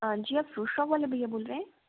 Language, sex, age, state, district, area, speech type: Hindi, female, 18-30, Madhya Pradesh, Ujjain, urban, conversation